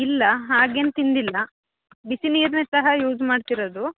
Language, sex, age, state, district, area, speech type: Kannada, female, 18-30, Karnataka, Chikkamagaluru, rural, conversation